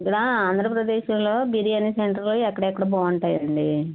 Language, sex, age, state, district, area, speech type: Telugu, female, 60+, Andhra Pradesh, West Godavari, rural, conversation